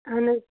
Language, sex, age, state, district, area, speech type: Kashmiri, female, 30-45, Jammu and Kashmir, Shopian, rural, conversation